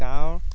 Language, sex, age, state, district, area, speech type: Assamese, male, 45-60, Assam, Dhemaji, rural, spontaneous